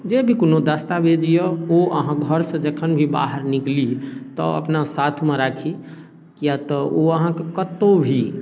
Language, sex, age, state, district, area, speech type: Maithili, male, 30-45, Bihar, Darbhanga, rural, spontaneous